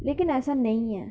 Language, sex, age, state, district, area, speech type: Dogri, female, 18-30, Jammu and Kashmir, Kathua, rural, spontaneous